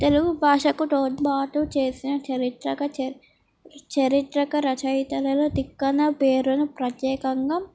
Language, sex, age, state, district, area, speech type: Telugu, female, 18-30, Telangana, Komaram Bheem, urban, spontaneous